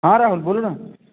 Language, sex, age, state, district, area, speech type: Hindi, male, 18-30, Madhya Pradesh, Jabalpur, urban, conversation